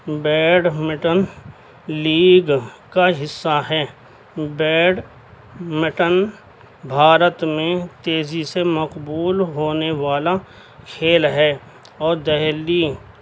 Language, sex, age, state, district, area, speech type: Urdu, male, 60+, Delhi, North East Delhi, urban, spontaneous